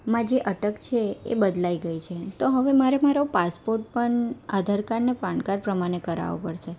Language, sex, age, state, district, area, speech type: Gujarati, female, 18-30, Gujarat, Anand, urban, spontaneous